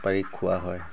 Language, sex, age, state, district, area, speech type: Assamese, male, 45-60, Assam, Tinsukia, rural, spontaneous